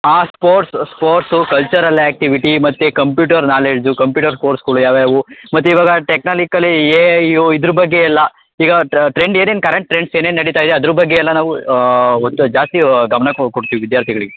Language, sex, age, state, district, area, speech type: Kannada, male, 18-30, Karnataka, Tumkur, urban, conversation